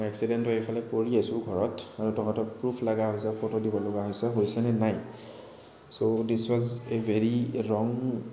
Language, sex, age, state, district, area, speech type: Assamese, male, 30-45, Assam, Kamrup Metropolitan, urban, spontaneous